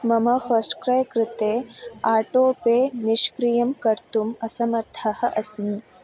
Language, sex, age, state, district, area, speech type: Sanskrit, female, 18-30, Karnataka, Uttara Kannada, rural, read